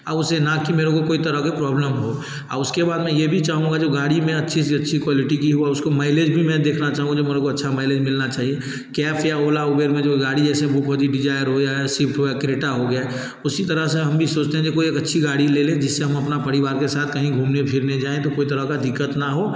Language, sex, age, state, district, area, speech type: Hindi, male, 45-60, Bihar, Darbhanga, rural, spontaneous